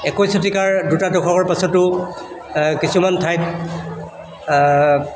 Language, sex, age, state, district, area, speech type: Assamese, male, 60+, Assam, Charaideo, urban, spontaneous